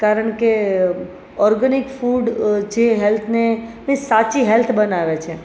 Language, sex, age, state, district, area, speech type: Gujarati, female, 30-45, Gujarat, Rajkot, urban, spontaneous